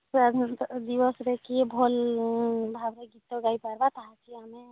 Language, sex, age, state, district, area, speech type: Odia, female, 30-45, Odisha, Sambalpur, rural, conversation